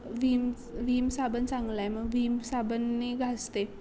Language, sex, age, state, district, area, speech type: Marathi, female, 18-30, Maharashtra, Ratnagiri, rural, spontaneous